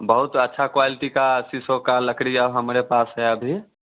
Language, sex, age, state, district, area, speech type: Hindi, male, 18-30, Bihar, Vaishali, rural, conversation